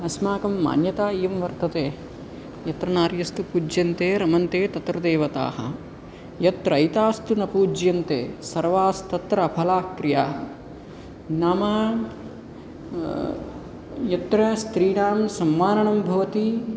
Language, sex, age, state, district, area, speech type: Sanskrit, male, 18-30, Andhra Pradesh, Guntur, urban, spontaneous